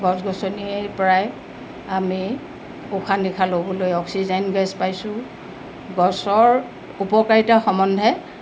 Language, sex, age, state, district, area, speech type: Assamese, female, 60+, Assam, Tinsukia, rural, spontaneous